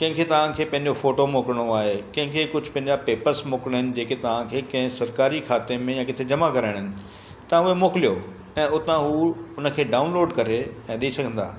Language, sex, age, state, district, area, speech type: Sindhi, male, 60+, Gujarat, Kutch, urban, spontaneous